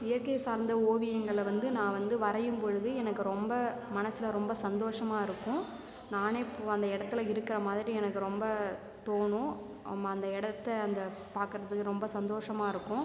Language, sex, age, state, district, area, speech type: Tamil, female, 45-60, Tamil Nadu, Cuddalore, rural, spontaneous